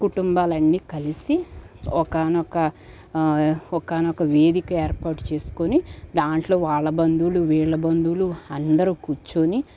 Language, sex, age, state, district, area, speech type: Telugu, female, 30-45, Andhra Pradesh, Guntur, rural, spontaneous